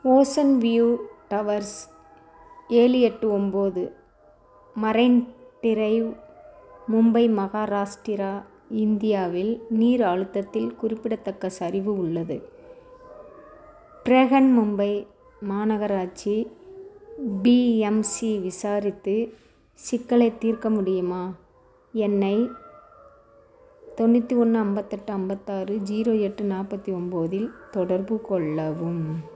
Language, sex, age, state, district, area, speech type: Tamil, female, 60+, Tamil Nadu, Theni, rural, read